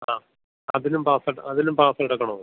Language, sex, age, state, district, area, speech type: Malayalam, male, 30-45, Kerala, Thiruvananthapuram, rural, conversation